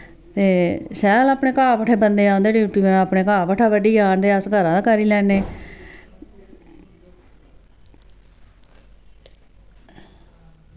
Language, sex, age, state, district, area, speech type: Dogri, female, 45-60, Jammu and Kashmir, Samba, rural, spontaneous